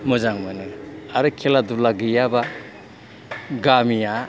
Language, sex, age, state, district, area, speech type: Bodo, male, 60+, Assam, Kokrajhar, rural, spontaneous